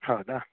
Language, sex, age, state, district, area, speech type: Kannada, male, 30-45, Karnataka, Uttara Kannada, rural, conversation